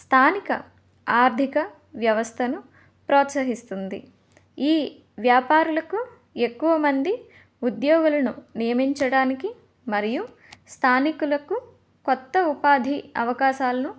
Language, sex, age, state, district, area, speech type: Telugu, female, 18-30, Andhra Pradesh, Vizianagaram, rural, spontaneous